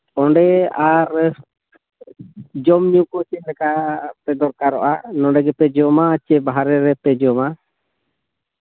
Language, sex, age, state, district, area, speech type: Santali, male, 30-45, Jharkhand, Seraikela Kharsawan, rural, conversation